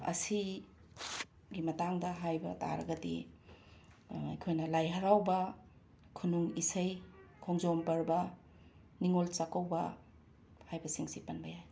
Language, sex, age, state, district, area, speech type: Manipuri, female, 60+, Manipur, Imphal East, urban, spontaneous